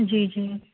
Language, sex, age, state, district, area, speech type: Urdu, female, 30-45, Uttar Pradesh, Rampur, urban, conversation